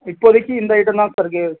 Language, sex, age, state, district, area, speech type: Tamil, male, 30-45, Tamil Nadu, Ariyalur, rural, conversation